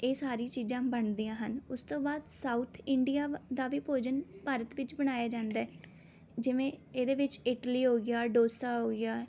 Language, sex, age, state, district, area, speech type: Punjabi, female, 18-30, Punjab, Rupnagar, urban, spontaneous